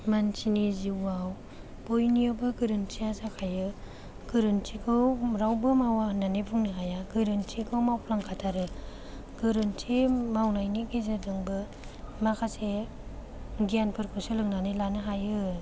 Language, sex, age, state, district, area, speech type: Bodo, female, 30-45, Assam, Kokrajhar, rural, spontaneous